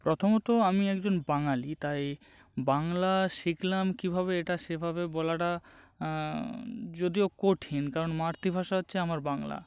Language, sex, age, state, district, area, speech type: Bengali, male, 18-30, West Bengal, North 24 Parganas, rural, spontaneous